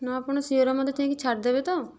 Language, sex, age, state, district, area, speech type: Odia, female, 45-60, Odisha, Kendujhar, urban, spontaneous